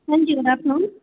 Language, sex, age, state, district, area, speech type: Hindi, female, 18-30, Uttar Pradesh, Bhadohi, rural, conversation